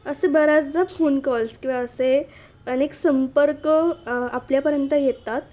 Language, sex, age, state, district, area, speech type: Marathi, female, 18-30, Maharashtra, Nashik, urban, spontaneous